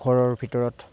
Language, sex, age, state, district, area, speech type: Assamese, male, 30-45, Assam, Darrang, rural, spontaneous